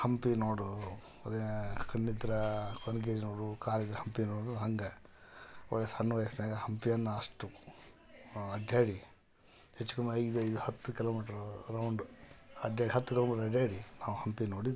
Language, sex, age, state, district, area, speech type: Kannada, male, 45-60, Karnataka, Koppal, rural, spontaneous